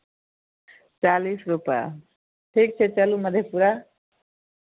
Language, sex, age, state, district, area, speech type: Maithili, female, 45-60, Bihar, Madhepura, rural, conversation